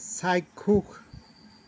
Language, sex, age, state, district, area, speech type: Assamese, male, 60+, Assam, Lakhimpur, rural, read